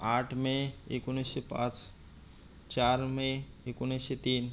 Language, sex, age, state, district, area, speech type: Marathi, male, 30-45, Maharashtra, Buldhana, urban, spontaneous